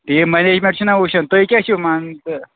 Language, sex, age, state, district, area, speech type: Kashmiri, male, 30-45, Jammu and Kashmir, Bandipora, rural, conversation